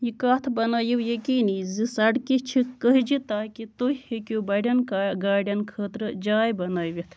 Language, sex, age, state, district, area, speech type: Kashmiri, female, 30-45, Jammu and Kashmir, Baramulla, rural, read